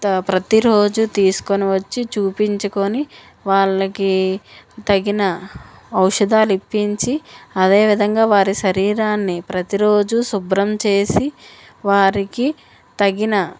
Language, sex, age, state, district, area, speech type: Telugu, female, 18-30, Telangana, Mancherial, rural, spontaneous